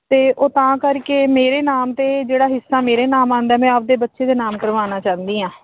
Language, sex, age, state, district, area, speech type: Punjabi, female, 30-45, Punjab, Fazilka, rural, conversation